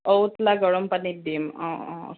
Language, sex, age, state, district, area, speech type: Assamese, female, 18-30, Assam, Nalbari, rural, conversation